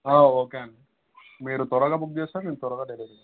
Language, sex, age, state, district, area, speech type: Telugu, male, 18-30, Andhra Pradesh, Anantapur, urban, conversation